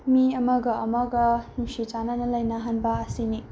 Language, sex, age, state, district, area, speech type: Manipuri, female, 18-30, Manipur, Bishnupur, rural, spontaneous